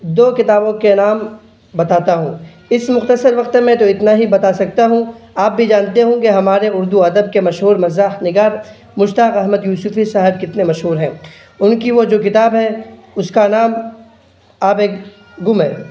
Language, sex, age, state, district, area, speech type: Urdu, male, 18-30, Bihar, Purnia, rural, spontaneous